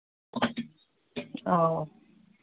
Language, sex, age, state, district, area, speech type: Manipuri, female, 45-60, Manipur, Kangpokpi, urban, conversation